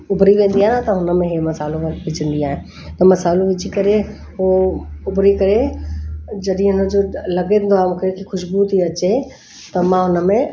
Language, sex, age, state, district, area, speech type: Sindhi, female, 45-60, Delhi, South Delhi, urban, spontaneous